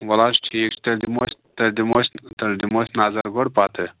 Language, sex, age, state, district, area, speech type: Kashmiri, male, 18-30, Jammu and Kashmir, Pulwama, rural, conversation